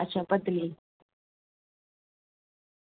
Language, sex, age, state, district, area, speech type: Dogri, female, 30-45, Jammu and Kashmir, Udhampur, rural, conversation